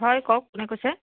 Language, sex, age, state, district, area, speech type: Assamese, female, 30-45, Assam, Biswanath, rural, conversation